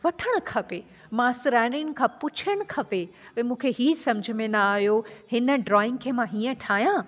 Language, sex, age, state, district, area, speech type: Sindhi, female, 45-60, Delhi, South Delhi, urban, spontaneous